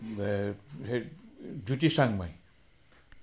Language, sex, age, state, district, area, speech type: Assamese, male, 60+, Assam, Sivasagar, rural, spontaneous